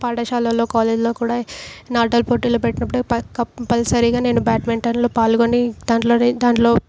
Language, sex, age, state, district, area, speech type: Telugu, female, 18-30, Telangana, Medak, urban, spontaneous